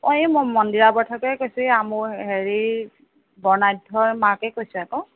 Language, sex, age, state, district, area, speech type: Assamese, female, 45-60, Assam, Golaghat, rural, conversation